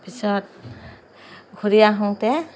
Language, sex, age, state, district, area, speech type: Assamese, female, 45-60, Assam, Kamrup Metropolitan, urban, spontaneous